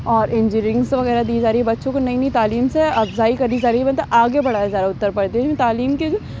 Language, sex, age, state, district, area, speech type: Urdu, female, 18-30, Uttar Pradesh, Aligarh, urban, spontaneous